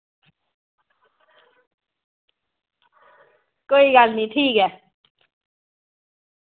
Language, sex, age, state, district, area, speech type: Dogri, female, 18-30, Jammu and Kashmir, Reasi, rural, conversation